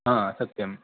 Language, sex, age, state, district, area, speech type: Sanskrit, male, 18-30, Karnataka, Uttara Kannada, rural, conversation